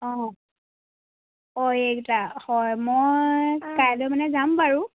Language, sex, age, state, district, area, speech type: Assamese, female, 30-45, Assam, Jorhat, urban, conversation